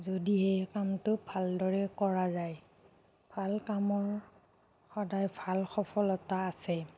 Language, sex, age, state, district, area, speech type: Assamese, female, 45-60, Assam, Nagaon, rural, spontaneous